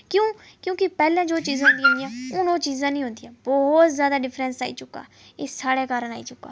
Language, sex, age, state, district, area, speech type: Dogri, female, 30-45, Jammu and Kashmir, Udhampur, urban, spontaneous